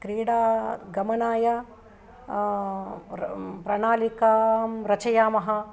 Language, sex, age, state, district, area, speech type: Sanskrit, female, 45-60, Telangana, Nirmal, urban, spontaneous